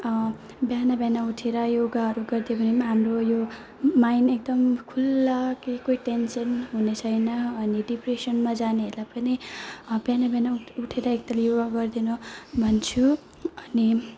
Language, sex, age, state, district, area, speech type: Nepali, female, 30-45, West Bengal, Alipurduar, urban, spontaneous